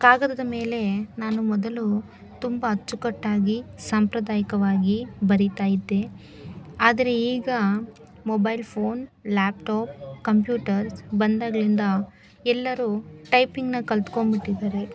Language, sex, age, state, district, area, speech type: Kannada, female, 18-30, Karnataka, Chikkaballapur, rural, spontaneous